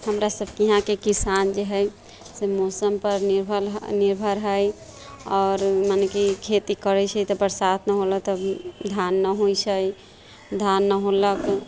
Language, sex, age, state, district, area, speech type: Maithili, female, 30-45, Bihar, Sitamarhi, rural, spontaneous